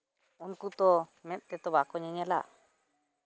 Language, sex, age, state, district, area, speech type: Santali, male, 18-30, West Bengal, Purulia, rural, spontaneous